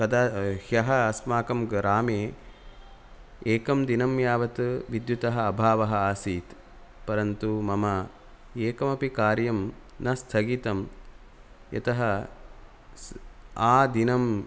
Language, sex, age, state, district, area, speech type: Sanskrit, male, 30-45, Karnataka, Udupi, rural, spontaneous